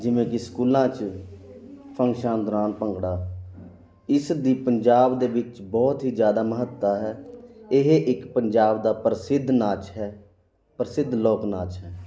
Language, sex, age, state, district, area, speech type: Punjabi, male, 18-30, Punjab, Muktsar, rural, spontaneous